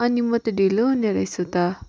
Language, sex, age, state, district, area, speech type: Nepali, female, 18-30, West Bengal, Darjeeling, rural, spontaneous